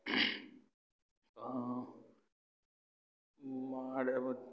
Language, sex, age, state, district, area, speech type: Malayalam, male, 45-60, Kerala, Kollam, rural, spontaneous